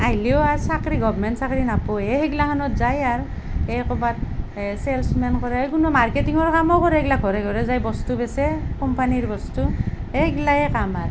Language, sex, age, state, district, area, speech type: Assamese, female, 45-60, Assam, Nalbari, rural, spontaneous